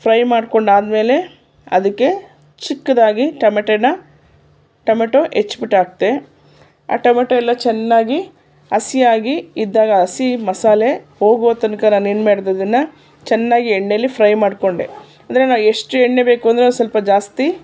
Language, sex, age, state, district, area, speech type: Kannada, female, 60+, Karnataka, Mysore, urban, spontaneous